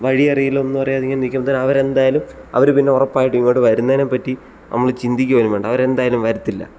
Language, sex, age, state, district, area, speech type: Malayalam, male, 18-30, Kerala, Kottayam, rural, spontaneous